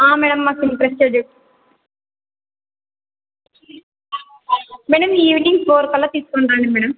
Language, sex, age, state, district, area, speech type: Telugu, female, 18-30, Andhra Pradesh, Anantapur, urban, conversation